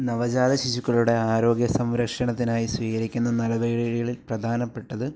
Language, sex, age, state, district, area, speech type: Malayalam, male, 18-30, Kerala, Alappuzha, rural, spontaneous